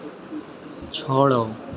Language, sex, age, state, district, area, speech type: Hindi, male, 30-45, Madhya Pradesh, Harda, urban, read